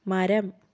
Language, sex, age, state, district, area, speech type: Malayalam, female, 18-30, Kerala, Kozhikode, urban, read